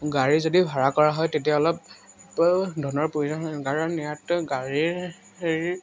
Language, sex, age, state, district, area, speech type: Assamese, male, 18-30, Assam, Majuli, urban, spontaneous